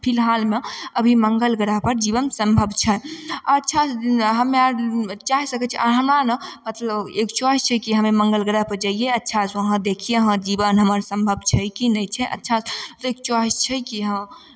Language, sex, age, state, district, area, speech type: Maithili, female, 18-30, Bihar, Begusarai, urban, spontaneous